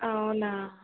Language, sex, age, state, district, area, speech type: Telugu, female, 18-30, Telangana, Sangareddy, urban, conversation